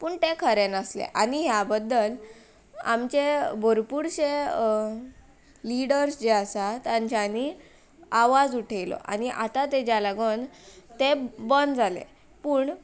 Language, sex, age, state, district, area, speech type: Goan Konkani, female, 18-30, Goa, Ponda, rural, spontaneous